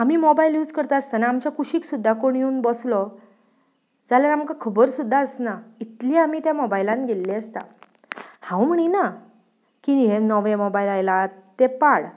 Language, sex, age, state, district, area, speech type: Goan Konkani, female, 30-45, Goa, Ponda, rural, spontaneous